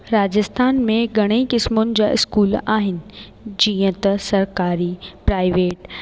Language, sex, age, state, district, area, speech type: Sindhi, female, 18-30, Rajasthan, Ajmer, urban, spontaneous